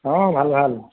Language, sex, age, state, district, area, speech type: Assamese, male, 30-45, Assam, Jorhat, urban, conversation